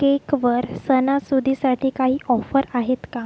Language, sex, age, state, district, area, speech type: Marathi, female, 18-30, Maharashtra, Wardha, rural, read